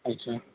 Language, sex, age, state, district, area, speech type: Urdu, male, 60+, Delhi, Central Delhi, rural, conversation